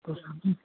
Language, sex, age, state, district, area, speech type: Hindi, male, 60+, Uttar Pradesh, Pratapgarh, rural, conversation